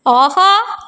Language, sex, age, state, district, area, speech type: Tamil, female, 30-45, Tamil Nadu, Thoothukudi, urban, read